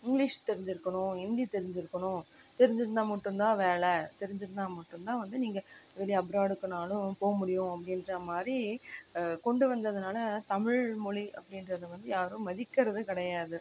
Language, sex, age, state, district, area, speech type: Tamil, female, 30-45, Tamil Nadu, Coimbatore, rural, spontaneous